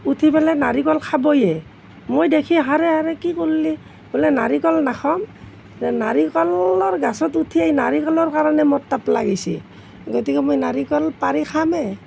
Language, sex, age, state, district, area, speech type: Assamese, female, 60+, Assam, Nalbari, rural, spontaneous